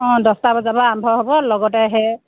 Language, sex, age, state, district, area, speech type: Assamese, female, 30-45, Assam, Dhemaji, rural, conversation